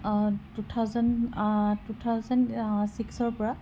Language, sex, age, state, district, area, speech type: Assamese, female, 18-30, Assam, Kamrup Metropolitan, urban, spontaneous